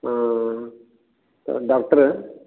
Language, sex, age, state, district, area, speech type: Kannada, male, 60+, Karnataka, Gulbarga, urban, conversation